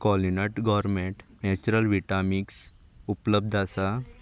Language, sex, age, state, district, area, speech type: Goan Konkani, male, 18-30, Goa, Ponda, rural, read